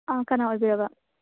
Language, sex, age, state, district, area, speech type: Manipuri, female, 18-30, Manipur, Churachandpur, rural, conversation